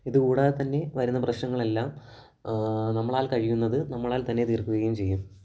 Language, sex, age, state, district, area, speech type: Malayalam, male, 18-30, Kerala, Kollam, rural, spontaneous